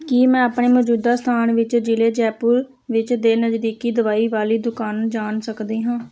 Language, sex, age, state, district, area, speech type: Punjabi, female, 18-30, Punjab, Hoshiarpur, rural, read